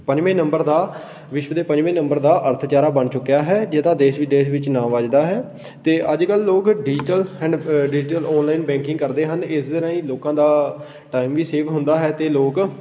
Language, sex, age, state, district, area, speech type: Punjabi, male, 18-30, Punjab, Patiala, rural, spontaneous